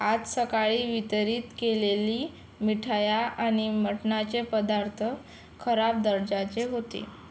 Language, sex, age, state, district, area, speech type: Marathi, female, 18-30, Maharashtra, Yavatmal, rural, read